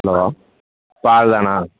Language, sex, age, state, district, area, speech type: Tamil, male, 18-30, Tamil Nadu, Perambalur, urban, conversation